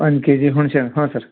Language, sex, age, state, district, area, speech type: Kannada, male, 30-45, Karnataka, Gadag, rural, conversation